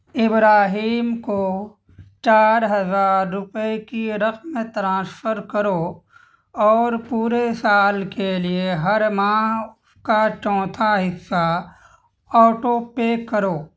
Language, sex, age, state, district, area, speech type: Urdu, male, 18-30, Bihar, Purnia, rural, read